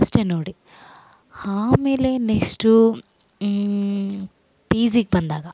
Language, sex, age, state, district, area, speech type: Kannada, female, 18-30, Karnataka, Vijayanagara, rural, spontaneous